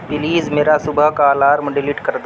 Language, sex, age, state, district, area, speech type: Urdu, male, 60+, Uttar Pradesh, Mau, urban, read